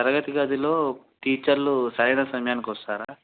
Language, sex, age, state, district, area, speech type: Telugu, male, 18-30, Andhra Pradesh, Anantapur, urban, conversation